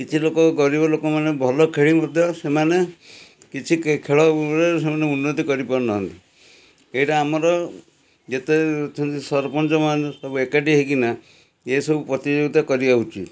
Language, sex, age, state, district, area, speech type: Odia, male, 45-60, Odisha, Cuttack, urban, spontaneous